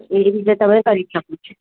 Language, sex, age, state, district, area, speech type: Gujarati, female, 45-60, Gujarat, Surat, urban, conversation